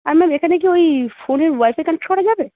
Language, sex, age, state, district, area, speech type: Bengali, female, 45-60, West Bengal, Darjeeling, urban, conversation